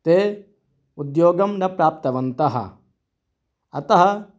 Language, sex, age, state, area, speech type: Sanskrit, male, 30-45, Maharashtra, urban, spontaneous